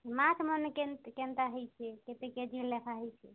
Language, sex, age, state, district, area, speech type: Odia, female, 30-45, Odisha, Kalahandi, rural, conversation